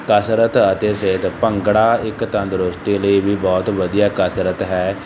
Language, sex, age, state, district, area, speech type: Punjabi, male, 30-45, Punjab, Barnala, rural, spontaneous